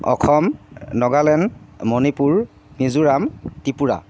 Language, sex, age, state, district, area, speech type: Assamese, male, 30-45, Assam, Jorhat, urban, spontaneous